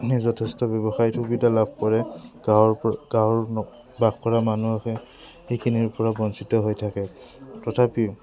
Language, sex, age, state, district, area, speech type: Assamese, male, 30-45, Assam, Udalguri, rural, spontaneous